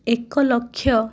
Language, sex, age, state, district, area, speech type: Odia, female, 18-30, Odisha, Kandhamal, rural, spontaneous